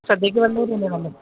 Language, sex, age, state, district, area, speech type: Malayalam, female, 60+, Kerala, Alappuzha, rural, conversation